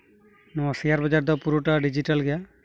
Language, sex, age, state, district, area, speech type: Santali, male, 18-30, West Bengal, Malda, rural, spontaneous